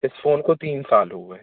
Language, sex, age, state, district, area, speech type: Hindi, male, 18-30, Madhya Pradesh, Jabalpur, urban, conversation